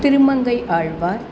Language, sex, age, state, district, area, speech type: Sanskrit, female, 45-60, Tamil Nadu, Thanjavur, urban, spontaneous